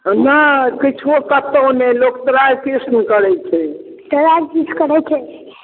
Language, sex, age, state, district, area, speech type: Maithili, female, 60+, Bihar, Darbhanga, urban, conversation